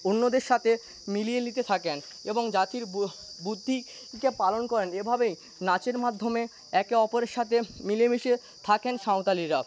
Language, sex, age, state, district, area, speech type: Bengali, male, 18-30, West Bengal, Paschim Medinipur, rural, spontaneous